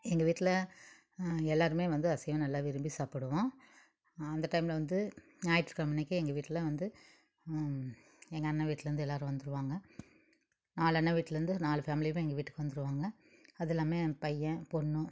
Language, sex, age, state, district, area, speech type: Tamil, female, 45-60, Tamil Nadu, Tiruppur, urban, spontaneous